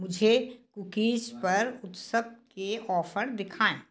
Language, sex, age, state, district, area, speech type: Hindi, female, 60+, Madhya Pradesh, Gwalior, urban, read